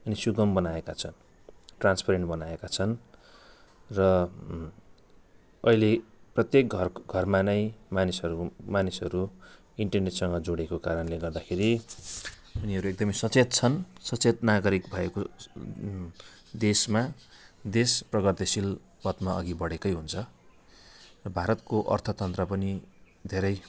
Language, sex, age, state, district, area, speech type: Nepali, male, 45-60, West Bengal, Darjeeling, rural, spontaneous